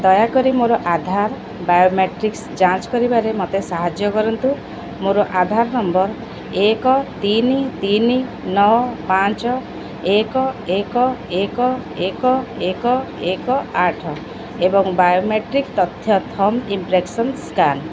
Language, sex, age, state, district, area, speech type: Odia, female, 45-60, Odisha, Sundergarh, urban, read